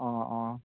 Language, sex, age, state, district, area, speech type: Assamese, male, 18-30, Assam, Majuli, urban, conversation